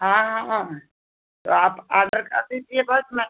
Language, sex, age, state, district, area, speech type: Hindi, female, 45-60, Uttar Pradesh, Ghazipur, rural, conversation